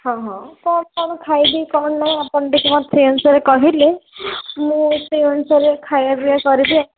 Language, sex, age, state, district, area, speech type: Odia, female, 18-30, Odisha, Bhadrak, rural, conversation